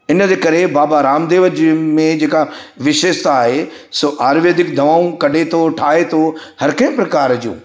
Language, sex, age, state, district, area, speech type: Sindhi, male, 60+, Gujarat, Surat, urban, spontaneous